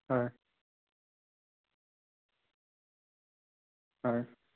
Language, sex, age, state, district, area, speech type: Assamese, male, 18-30, Assam, Lakhimpur, rural, conversation